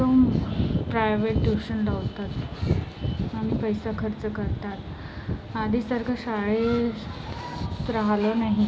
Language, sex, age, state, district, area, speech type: Marathi, female, 30-45, Maharashtra, Nagpur, urban, spontaneous